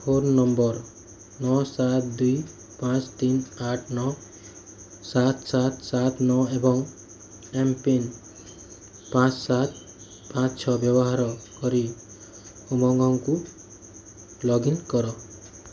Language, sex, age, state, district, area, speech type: Odia, male, 18-30, Odisha, Bargarh, urban, read